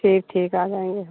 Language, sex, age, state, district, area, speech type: Hindi, female, 60+, Uttar Pradesh, Hardoi, rural, conversation